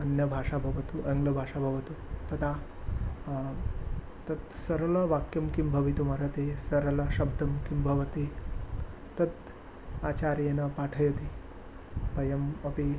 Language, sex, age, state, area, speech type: Sanskrit, male, 18-30, Assam, rural, spontaneous